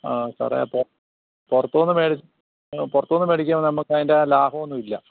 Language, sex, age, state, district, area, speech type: Malayalam, male, 45-60, Kerala, Kottayam, rural, conversation